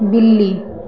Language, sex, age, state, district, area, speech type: Hindi, female, 18-30, Bihar, Begusarai, urban, read